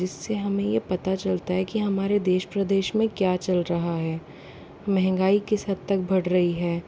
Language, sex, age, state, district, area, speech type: Hindi, female, 60+, Rajasthan, Jaipur, urban, spontaneous